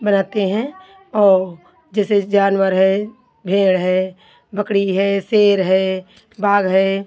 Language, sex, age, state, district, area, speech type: Hindi, female, 45-60, Uttar Pradesh, Hardoi, rural, spontaneous